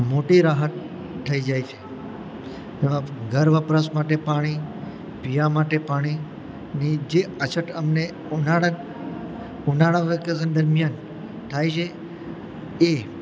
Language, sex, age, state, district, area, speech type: Gujarati, male, 30-45, Gujarat, Valsad, rural, spontaneous